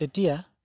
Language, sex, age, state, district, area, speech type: Assamese, male, 60+, Assam, Golaghat, urban, spontaneous